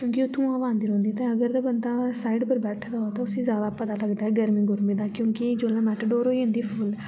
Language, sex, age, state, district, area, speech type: Dogri, female, 18-30, Jammu and Kashmir, Jammu, urban, spontaneous